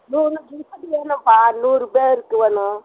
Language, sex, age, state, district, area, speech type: Tamil, female, 60+, Tamil Nadu, Vellore, urban, conversation